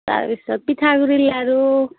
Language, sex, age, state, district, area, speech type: Assamese, female, 18-30, Assam, Darrang, rural, conversation